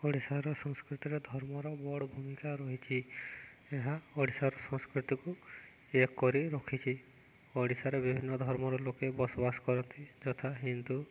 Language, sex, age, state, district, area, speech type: Odia, male, 18-30, Odisha, Subarnapur, urban, spontaneous